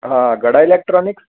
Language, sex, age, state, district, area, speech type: Gujarati, male, 18-30, Gujarat, Anand, urban, conversation